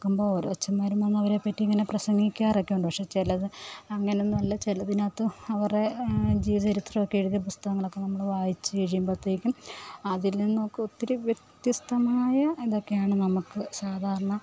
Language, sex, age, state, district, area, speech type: Malayalam, female, 30-45, Kerala, Pathanamthitta, rural, spontaneous